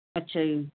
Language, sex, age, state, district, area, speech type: Punjabi, female, 45-60, Punjab, Barnala, urban, conversation